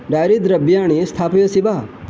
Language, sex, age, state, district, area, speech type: Sanskrit, male, 60+, Odisha, Balasore, urban, read